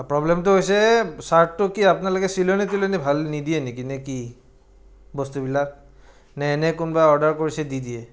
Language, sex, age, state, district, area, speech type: Assamese, male, 45-60, Assam, Morigaon, rural, spontaneous